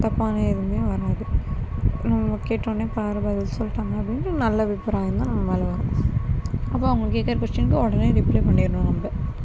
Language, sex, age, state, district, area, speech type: Tamil, female, 30-45, Tamil Nadu, Tiruvarur, rural, spontaneous